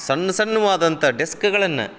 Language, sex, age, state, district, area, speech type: Kannada, male, 45-60, Karnataka, Koppal, rural, spontaneous